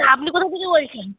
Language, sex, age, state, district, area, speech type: Bengali, female, 30-45, West Bengal, Murshidabad, urban, conversation